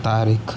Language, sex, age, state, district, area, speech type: Urdu, male, 18-30, Uttar Pradesh, Siddharthnagar, rural, spontaneous